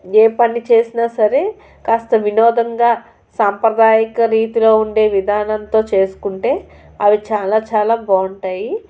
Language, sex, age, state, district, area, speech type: Telugu, female, 30-45, Andhra Pradesh, Anakapalli, urban, spontaneous